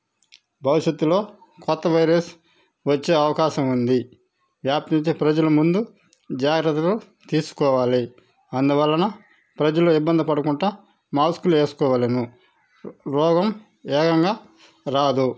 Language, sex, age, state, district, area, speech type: Telugu, male, 45-60, Andhra Pradesh, Sri Balaji, rural, spontaneous